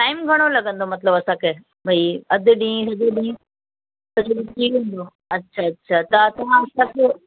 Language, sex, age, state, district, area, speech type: Sindhi, female, 30-45, Rajasthan, Ajmer, urban, conversation